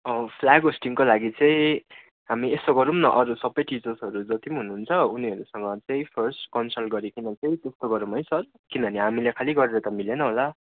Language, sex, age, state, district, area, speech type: Nepali, male, 18-30, West Bengal, Darjeeling, rural, conversation